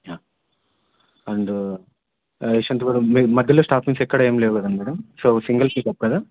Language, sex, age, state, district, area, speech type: Telugu, male, 18-30, Andhra Pradesh, Anantapur, urban, conversation